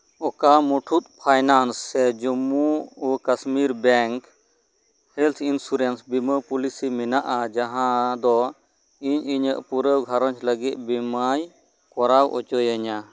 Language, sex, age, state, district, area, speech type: Santali, male, 30-45, West Bengal, Birbhum, rural, read